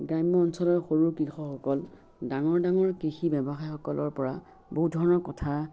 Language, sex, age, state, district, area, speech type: Assamese, female, 60+, Assam, Biswanath, rural, spontaneous